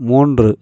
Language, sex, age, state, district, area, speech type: Tamil, male, 45-60, Tamil Nadu, Tiruvannamalai, rural, read